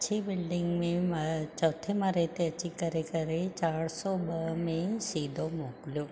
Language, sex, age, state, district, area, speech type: Sindhi, female, 60+, Maharashtra, Ahmednagar, urban, spontaneous